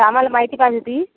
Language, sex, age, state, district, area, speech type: Marathi, female, 45-60, Maharashtra, Akola, rural, conversation